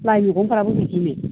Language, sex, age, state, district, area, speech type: Bodo, female, 60+, Assam, Udalguri, rural, conversation